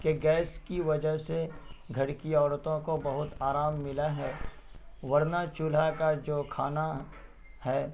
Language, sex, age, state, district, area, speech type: Urdu, male, 18-30, Bihar, Purnia, rural, spontaneous